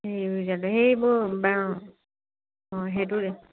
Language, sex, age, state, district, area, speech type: Assamese, female, 30-45, Assam, Sivasagar, rural, conversation